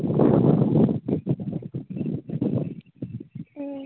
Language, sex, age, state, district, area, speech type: Tamil, female, 18-30, Tamil Nadu, Tiruvarur, urban, conversation